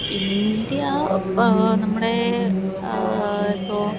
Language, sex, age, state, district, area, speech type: Malayalam, female, 30-45, Kerala, Pathanamthitta, rural, spontaneous